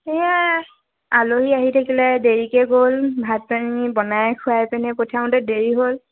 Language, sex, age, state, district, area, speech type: Assamese, female, 18-30, Assam, Dhemaji, urban, conversation